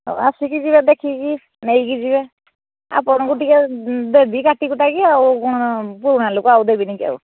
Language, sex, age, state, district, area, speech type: Odia, female, 45-60, Odisha, Angul, rural, conversation